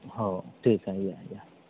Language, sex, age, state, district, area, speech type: Marathi, male, 30-45, Maharashtra, Gadchiroli, rural, conversation